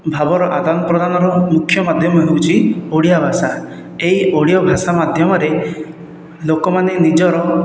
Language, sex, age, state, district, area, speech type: Odia, male, 30-45, Odisha, Khordha, rural, spontaneous